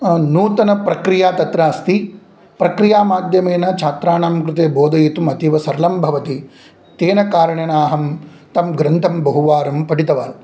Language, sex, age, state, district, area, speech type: Sanskrit, male, 45-60, Andhra Pradesh, Kurnool, urban, spontaneous